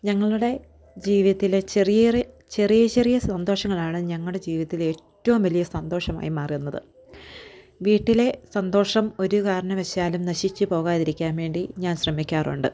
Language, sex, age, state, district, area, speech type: Malayalam, female, 30-45, Kerala, Idukki, rural, spontaneous